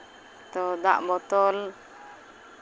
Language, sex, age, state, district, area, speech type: Santali, female, 30-45, West Bengal, Uttar Dinajpur, rural, spontaneous